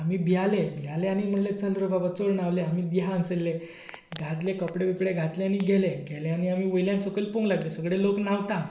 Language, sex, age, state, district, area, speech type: Goan Konkani, male, 18-30, Goa, Tiswadi, rural, spontaneous